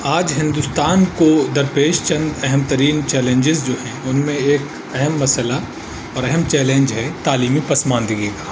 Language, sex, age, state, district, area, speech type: Urdu, male, 30-45, Uttar Pradesh, Aligarh, urban, spontaneous